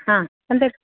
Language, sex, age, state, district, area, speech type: Malayalam, female, 45-60, Kerala, Kasaragod, rural, conversation